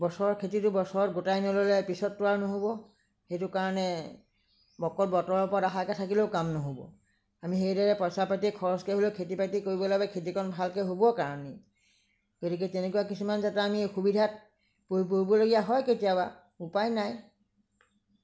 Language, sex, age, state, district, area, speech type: Assamese, female, 60+, Assam, Lakhimpur, rural, spontaneous